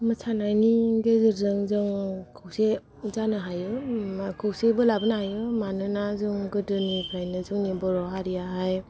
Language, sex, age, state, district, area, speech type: Bodo, female, 45-60, Assam, Kokrajhar, urban, spontaneous